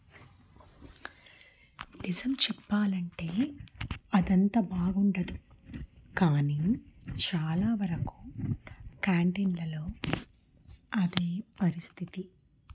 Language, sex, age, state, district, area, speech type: Telugu, female, 30-45, Telangana, Warangal, urban, read